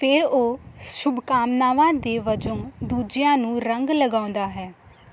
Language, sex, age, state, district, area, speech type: Punjabi, female, 18-30, Punjab, Hoshiarpur, rural, read